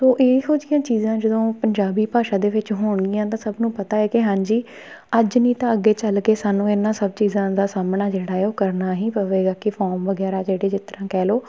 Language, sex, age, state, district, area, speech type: Punjabi, female, 18-30, Punjab, Tarn Taran, rural, spontaneous